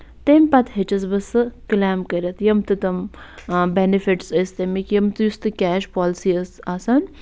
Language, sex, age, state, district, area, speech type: Kashmiri, female, 45-60, Jammu and Kashmir, Budgam, rural, spontaneous